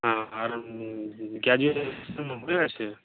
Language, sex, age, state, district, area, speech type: Bengali, male, 45-60, West Bengal, Purba Medinipur, rural, conversation